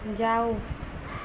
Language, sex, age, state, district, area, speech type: Hindi, female, 18-30, Uttar Pradesh, Azamgarh, rural, read